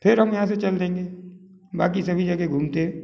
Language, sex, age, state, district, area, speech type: Hindi, male, 60+, Madhya Pradesh, Gwalior, rural, spontaneous